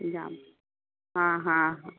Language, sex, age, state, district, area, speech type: Sindhi, female, 45-60, Gujarat, Kutch, rural, conversation